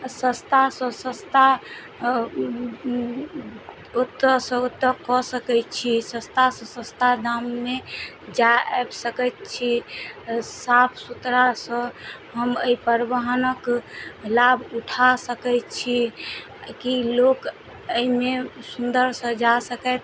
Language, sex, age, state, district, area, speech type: Maithili, female, 30-45, Bihar, Madhubani, rural, spontaneous